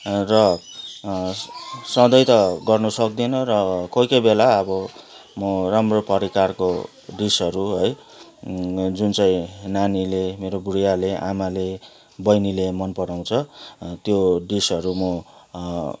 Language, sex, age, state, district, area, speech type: Nepali, male, 45-60, West Bengal, Kalimpong, rural, spontaneous